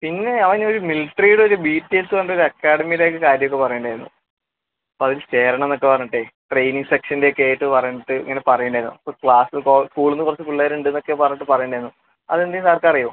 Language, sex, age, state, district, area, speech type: Malayalam, male, 30-45, Kerala, Palakkad, urban, conversation